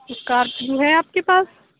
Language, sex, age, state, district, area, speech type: Urdu, female, 18-30, Uttar Pradesh, Aligarh, urban, conversation